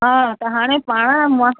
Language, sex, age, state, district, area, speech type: Sindhi, female, 45-60, Gujarat, Kutch, urban, conversation